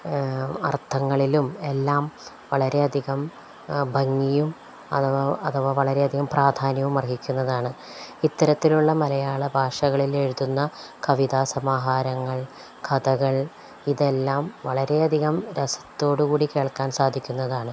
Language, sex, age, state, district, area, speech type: Malayalam, female, 45-60, Kerala, Palakkad, rural, spontaneous